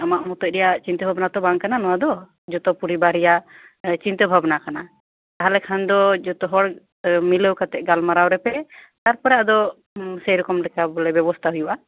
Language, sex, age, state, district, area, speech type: Santali, female, 30-45, West Bengal, Birbhum, rural, conversation